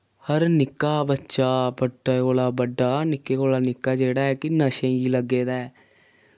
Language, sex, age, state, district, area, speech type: Dogri, male, 18-30, Jammu and Kashmir, Samba, rural, spontaneous